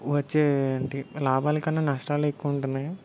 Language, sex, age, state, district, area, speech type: Telugu, male, 18-30, Telangana, Peddapalli, rural, spontaneous